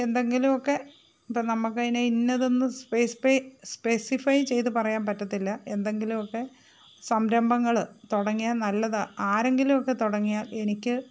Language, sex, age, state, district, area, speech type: Malayalam, female, 45-60, Kerala, Thiruvananthapuram, urban, spontaneous